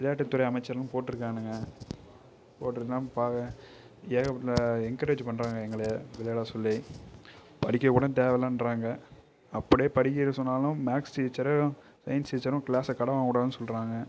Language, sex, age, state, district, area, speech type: Tamil, male, 18-30, Tamil Nadu, Kallakurichi, urban, spontaneous